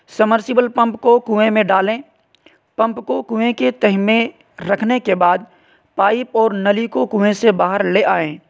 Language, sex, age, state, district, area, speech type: Urdu, male, 18-30, Uttar Pradesh, Saharanpur, urban, spontaneous